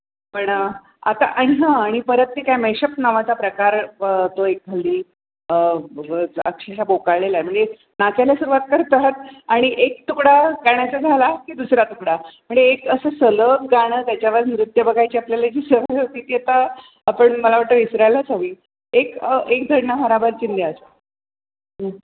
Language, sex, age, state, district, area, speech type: Marathi, female, 60+, Maharashtra, Mumbai Suburban, urban, conversation